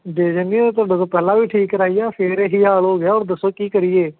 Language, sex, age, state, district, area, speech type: Punjabi, male, 18-30, Punjab, Gurdaspur, rural, conversation